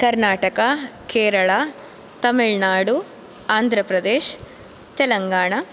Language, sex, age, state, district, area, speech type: Sanskrit, female, 18-30, Karnataka, Udupi, urban, spontaneous